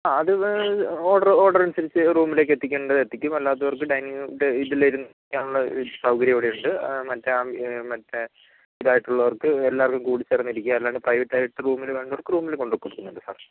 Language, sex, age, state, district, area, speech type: Malayalam, male, 30-45, Kerala, Wayanad, rural, conversation